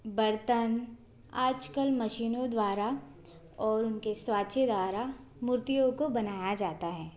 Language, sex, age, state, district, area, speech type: Hindi, female, 18-30, Madhya Pradesh, Bhopal, urban, spontaneous